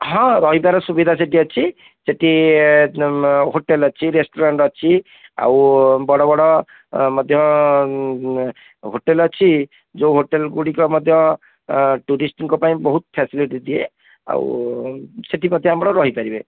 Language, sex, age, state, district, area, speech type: Odia, male, 45-60, Odisha, Cuttack, urban, conversation